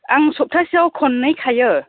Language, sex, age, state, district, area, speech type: Bodo, female, 30-45, Assam, Chirang, rural, conversation